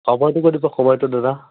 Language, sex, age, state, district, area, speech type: Assamese, male, 30-45, Assam, Biswanath, rural, conversation